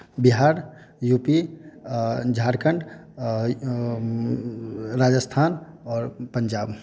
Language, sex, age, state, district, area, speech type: Maithili, male, 18-30, Bihar, Madhubani, rural, spontaneous